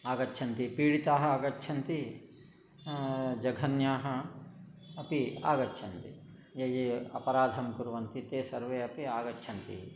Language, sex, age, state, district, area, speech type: Sanskrit, male, 60+, Telangana, Nalgonda, urban, spontaneous